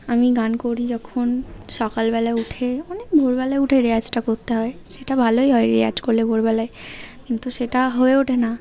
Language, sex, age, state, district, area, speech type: Bengali, female, 18-30, West Bengal, Birbhum, urban, spontaneous